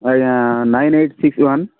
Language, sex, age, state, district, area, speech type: Odia, male, 30-45, Odisha, Nabarangpur, urban, conversation